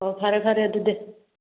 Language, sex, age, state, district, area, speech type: Manipuri, female, 45-60, Manipur, Churachandpur, rural, conversation